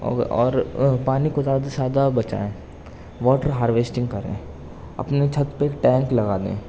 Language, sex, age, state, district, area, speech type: Urdu, male, 18-30, Delhi, East Delhi, urban, spontaneous